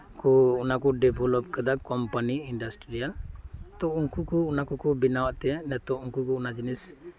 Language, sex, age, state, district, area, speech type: Santali, male, 30-45, West Bengal, Birbhum, rural, spontaneous